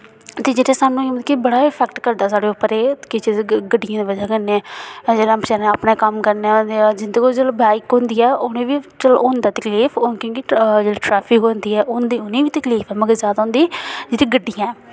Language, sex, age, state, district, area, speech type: Dogri, female, 18-30, Jammu and Kashmir, Samba, rural, spontaneous